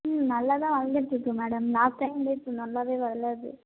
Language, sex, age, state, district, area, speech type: Tamil, female, 18-30, Tamil Nadu, Tiruvannamalai, urban, conversation